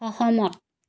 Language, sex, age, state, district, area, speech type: Assamese, female, 60+, Assam, Dibrugarh, rural, read